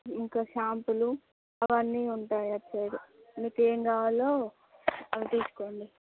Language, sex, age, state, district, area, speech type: Telugu, female, 30-45, Andhra Pradesh, Visakhapatnam, urban, conversation